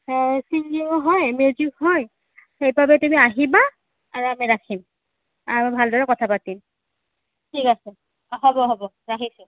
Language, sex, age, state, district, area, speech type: Assamese, female, 30-45, Assam, Nagaon, rural, conversation